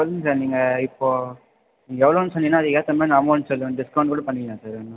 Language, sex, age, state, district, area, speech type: Tamil, male, 18-30, Tamil Nadu, Ranipet, urban, conversation